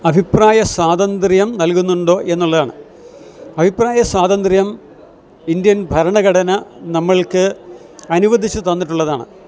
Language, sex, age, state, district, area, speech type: Malayalam, male, 60+, Kerala, Kottayam, rural, spontaneous